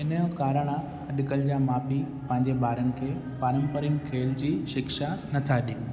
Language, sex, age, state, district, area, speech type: Sindhi, male, 18-30, Gujarat, Kutch, urban, spontaneous